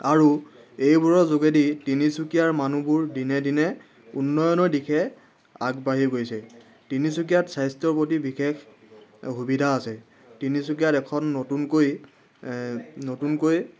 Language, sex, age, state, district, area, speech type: Assamese, male, 18-30, Assam, Tinsukia, urban, spontaneous